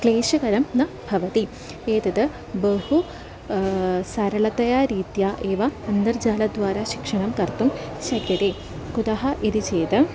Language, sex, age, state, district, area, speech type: Sanskrit, female, 18-30, Kerala, Ernakulam, urban, spontaneous